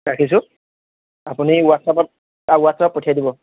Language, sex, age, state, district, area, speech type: Assamese, male, 18-30, Assam, Sivasagar, urban, conversation